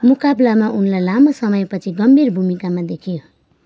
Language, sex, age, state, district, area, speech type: Nepali, female, 30-45, West Bengal, Jalpaiguri, rural, read